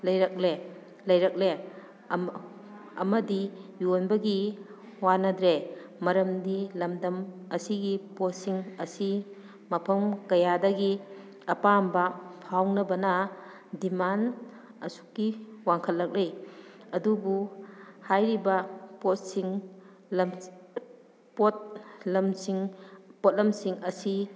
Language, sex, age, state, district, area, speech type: Manipuri, female, 45-60, Manipur, Kakching, rural, spontaneous